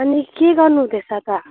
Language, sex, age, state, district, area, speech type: Nepali, female, 18-30, West Bengal, Alipurduar, rural, conversation